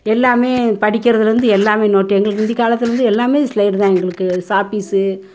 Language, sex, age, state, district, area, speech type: Tamil, female, 60+, Tamil Nadu, Madurai, urban, spontaneous